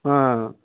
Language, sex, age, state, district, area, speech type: Telugu, male, 60+, Andhra Pradesh, Guntur, urban, conversation